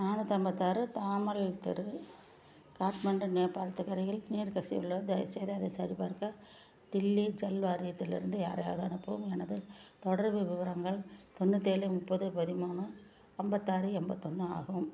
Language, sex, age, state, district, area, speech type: Tamil, female, 60+, Tamil Nadu, Perambalur, rural, read